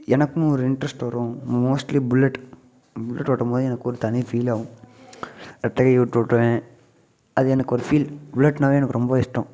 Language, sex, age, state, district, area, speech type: Tamil, male, 18-30, Tamil Nadu, Namakkal, urban, spontaneous